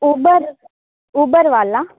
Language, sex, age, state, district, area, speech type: Telugu, female, 18-30, Andhra Pradesh, Srikakulam, urban, conversation